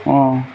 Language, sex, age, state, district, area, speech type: Assamese, male, 18-30, Assam, Tinsukia, rural, spontaneous